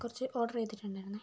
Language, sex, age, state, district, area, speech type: Malayalam, female, 30-45, Kerala, Kozhikode, urban, spontaneous